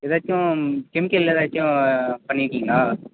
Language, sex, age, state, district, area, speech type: Tamil, male, 30-45, Tamil Nadu, Tiruvarur, urban, conversation